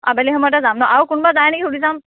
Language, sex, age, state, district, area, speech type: Assamese, female, 30-45, Assam, Morigaon, rural, conversation